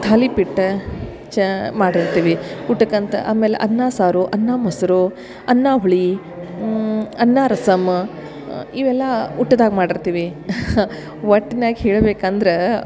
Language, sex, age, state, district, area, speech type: Kannada, female, 45-60, Karnataka, Dharwad, rural, spontaneous